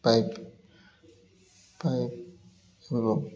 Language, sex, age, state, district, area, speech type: Odia, male, 30-45, Odisha, Koraput, urban, spontaneous